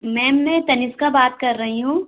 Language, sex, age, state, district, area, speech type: Hindi, female, 18-30, Madhya Pradesh, Bhopal, urban, conversation